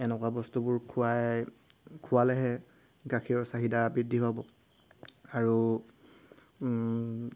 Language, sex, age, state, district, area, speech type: Assamese, male, 18-30, Assam, Golaghat, rural, spontaneous